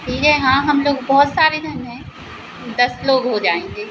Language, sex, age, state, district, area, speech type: Hindi, female, 18-30, Madhya Pradesh, Narsinghpur, urban, spontaneous